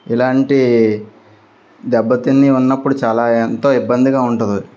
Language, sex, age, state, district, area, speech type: Telugu, male, 30-45, Andhra Pradesh, Anakapalli, rural, spontaneous